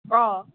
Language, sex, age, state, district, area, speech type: Assamese, female, 30-45, Assam, Nalbari, rural, conversation